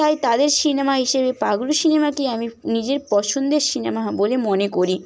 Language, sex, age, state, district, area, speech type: Bengali, female, 18-30, West Bengal, Paschim Medinipur, rural, spontaneous